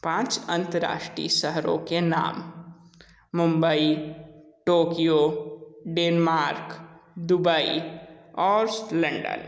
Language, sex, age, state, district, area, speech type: Hindi, male, 30-45, Uttar Pradesh, Sonbhadra, rural, spontaneous